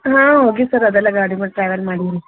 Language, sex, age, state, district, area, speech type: Kannada, female, 30-45, Karnataka, Gulbarga, urban, conversation